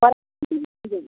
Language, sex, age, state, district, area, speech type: Odia, female, 60+, Odisha, Angul, rural, conversation